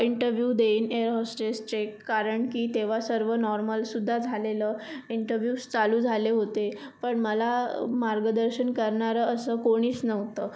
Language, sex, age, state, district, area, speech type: Marathi, female, 18-30, Maharashtra, Raigad, rural, spontaneous